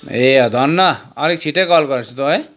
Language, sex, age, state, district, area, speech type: Nepali, male, 45-60, West Bengal, Kalimpong, rural, spontaneous